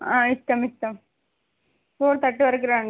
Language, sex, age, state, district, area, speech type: Telugu, female, 60+, Andhra Pradesh, Visakhapatnam, urban, conversation